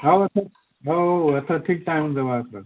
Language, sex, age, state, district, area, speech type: Odia, male, 60+, Odisha, Gajapati, rural, conversation